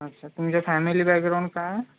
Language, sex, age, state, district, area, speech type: Marathi, male, 30-45, Maharashtra, Nagpur, urban, conversation